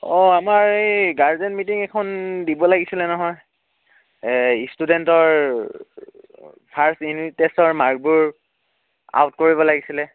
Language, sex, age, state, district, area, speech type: Assamese, male, 18-30, Assam, Dhemaji, urban, conversation